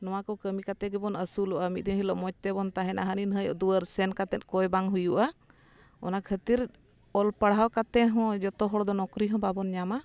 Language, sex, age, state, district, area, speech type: Santali, female, 30-45, Jharkhand, Bokaro, rural, spontaneous